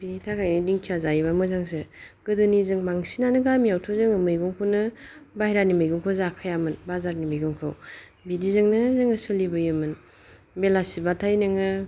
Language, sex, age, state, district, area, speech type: Bodo, female, 45-60, Assam, Kokrajhar, rural, spontaneous